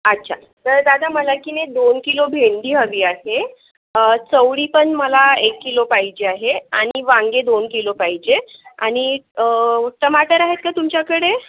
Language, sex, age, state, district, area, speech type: Marathi, female, 45-60, Maharashtra, Yavatmal, urban, conversation